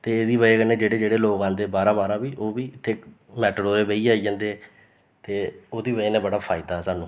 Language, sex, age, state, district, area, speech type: Dogri, male, 30-45, Jammu and Kashmir, Reasi, rural, spontaneous